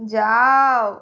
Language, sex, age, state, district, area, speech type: Bengali, female, 45-60, West Bengal, Bankura, urban, read